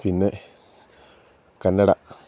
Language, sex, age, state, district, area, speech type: Malayalam, male, 45-60, Kerala, Idukki, rural, spontaneous